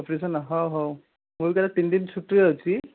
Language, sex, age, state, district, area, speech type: Odia, male, 45-60, Odisha, Kendujhar, urban, conversation